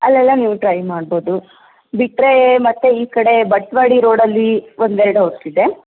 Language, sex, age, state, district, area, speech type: Kannada, female, 30-45, Karnataka, Tumkur, rural, conversation